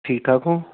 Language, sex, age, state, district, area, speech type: Punjabi, male, 45-60, Punjab, Bathinda, urban, conversation